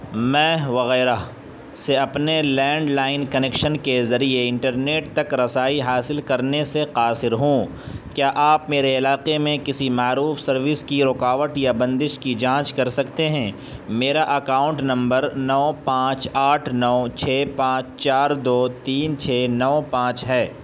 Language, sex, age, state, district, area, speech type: Urdu, male, 18-30, Uttar Pradesh, Saharanpur, urban, read